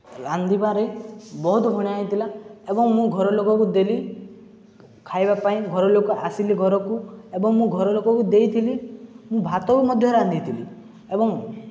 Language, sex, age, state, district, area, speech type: Odia, male, 18-30, Odisha, Subarnapur, urban, spontaneous